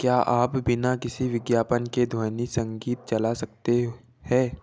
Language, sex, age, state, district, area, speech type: Hindi, male, 18-30, Madhya Pradesh, Betul, rural, read